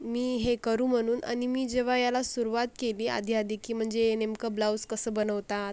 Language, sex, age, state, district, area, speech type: Marathi, female, 45-60, Maharashtra, Akola, rural, spontaneous